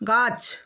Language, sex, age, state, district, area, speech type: Bengali, female, 45-60, West Bengal, Nadia, rural, read